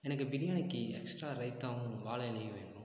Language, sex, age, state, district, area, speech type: Tamil, male, 18-30, Tamil Nadu, Viluppuram, urban, spontaneous